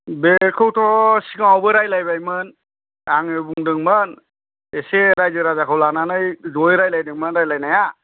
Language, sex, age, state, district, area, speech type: Bodo, male, 60+, Assam, Kokrajhar, urban, conversation